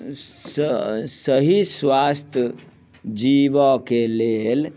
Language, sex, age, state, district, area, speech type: Maithili, male, 45-60, Bihar, Muzaffarpur, urban, spontaneous